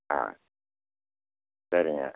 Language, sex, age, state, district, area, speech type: Tamil, male, 60+, Tamil Nadu, Namakkal, rural, conversation